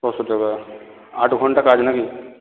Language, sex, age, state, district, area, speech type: Bengali, male, 45-60, West Bengal, Purulia, urban, conversation